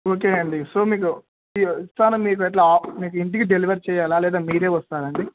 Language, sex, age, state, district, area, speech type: Telugu, male, 18-30, Telangana, Nizamabad, urban, conversation